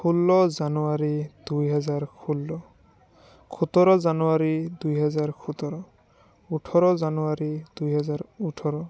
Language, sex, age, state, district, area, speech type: Assamese, male, 30-45, Assam, Biswanath, rural, spontaneous